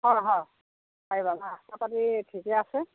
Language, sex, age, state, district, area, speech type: Assamese, female, 60+, Assam, Dhemaji, rural, conversation